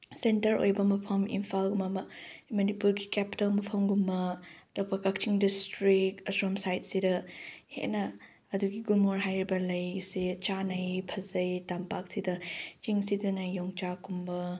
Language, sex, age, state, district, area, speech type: Manipuri, female, 18-30, Manipur, Chandel, rural, spontaneous